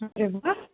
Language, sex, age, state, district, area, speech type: Marathi, female, 30-45, Maharashtra, Kolhapur, urban, conversation